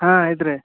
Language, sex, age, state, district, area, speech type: Kannada, male, 18-30, Karnataka, Dharwad, rural, conversation